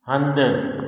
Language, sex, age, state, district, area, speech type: Sindhi, male, 60+, Gujarat, Junagadh, rural, read